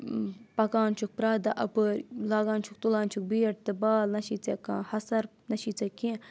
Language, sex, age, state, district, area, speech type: Kashmiri, female, 18-30, Jammu and Kashmir, Budgam, rural, spontaneous